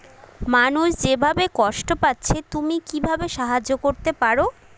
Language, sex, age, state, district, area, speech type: Bengali, female, 30-45, West Bengal, Jhargram, rural, read